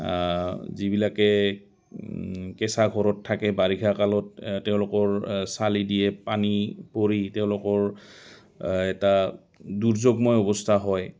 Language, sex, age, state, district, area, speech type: Assamese, male, 45-60, Assam, Goalpara, rural, spontaneous